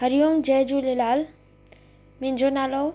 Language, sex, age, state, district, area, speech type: Sindhi, female, 30-45, Gujarat, Kutch, urban, spontaneous